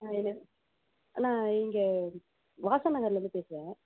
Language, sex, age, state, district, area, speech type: Tamil, female, 30-45, Tamil Nadu, Nagapattinam, rural, conversation